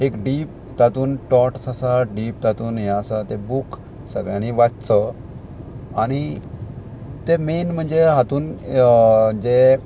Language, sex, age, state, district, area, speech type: Goan Konkani, male, 30-45, Goa, Murmgao, rural, spontaneous